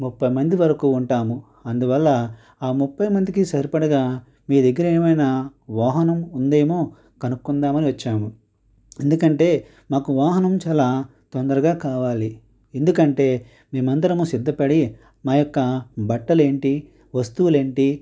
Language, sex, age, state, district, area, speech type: Telugu, male, 60+, Andhra Pradesh, Konaseema, rural, spontaneous